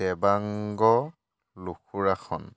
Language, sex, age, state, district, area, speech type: Assamese, male, 45-60, Assam, Charaideo, rural, spontaneous